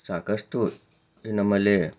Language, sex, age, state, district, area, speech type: Kannada, male, 30-45, Karnataka, Chikkaballapur, urban, spontaneous